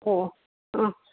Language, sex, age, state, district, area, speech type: Manipuri, female, 45-60, Manipur, Kakching, rural, conversation